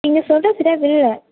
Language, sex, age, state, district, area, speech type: Tamil, female, 18-30, Tamil Nadu, Mayiladuthurai, urban, conversation